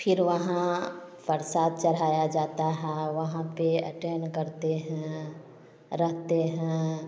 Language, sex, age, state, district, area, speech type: Hindi, female, 30-45, Bihar, Samastipur, rural, spontaneous